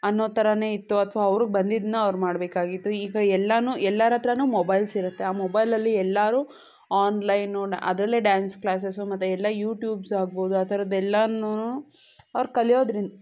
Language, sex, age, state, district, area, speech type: Kannada, female, 18-30, Karnataka, Chikkaballapur, rural, spontaneous